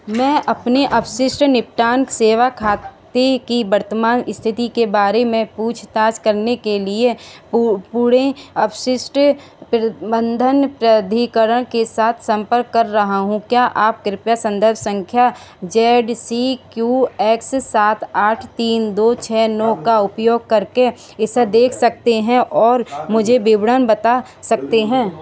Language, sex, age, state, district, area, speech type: Hindi, female, 45-60, Uttar Pradesh, Sitapur, rural, read